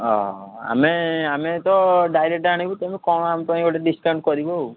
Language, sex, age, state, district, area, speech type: Odia, male, 18-30, Odisha, Puri, urban, conversation